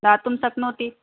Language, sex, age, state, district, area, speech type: Sanskrit, female, 18-30, Assam, Biswanath, rural, conversation